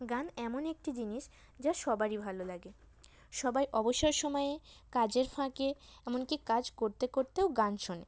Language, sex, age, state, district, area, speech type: Bengali, female, 18-30, West Bengal, North 24 Parganas, urban, spontaneous